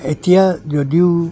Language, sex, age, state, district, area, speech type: Assamese, male, 60+, Assam, Dibrugarh, rural, spontaneous